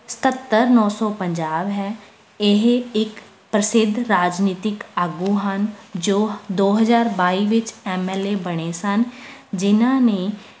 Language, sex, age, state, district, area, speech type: Punjabi, female, 18-30, Punjab, Rupnagar, urban, spontaneous